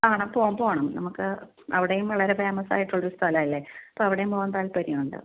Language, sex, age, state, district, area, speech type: Malayalam, female, 30-45, Kerala, Thiruvananthapuram, rural, conversation